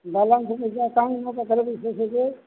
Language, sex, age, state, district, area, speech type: Odia, male, 60+, Odisha, Nayagarh, rural, conversation